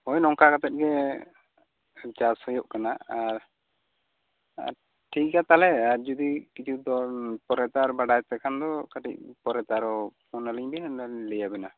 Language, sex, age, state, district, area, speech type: Santali, male, 30-45, West Bengal, Bankura, rural, conversation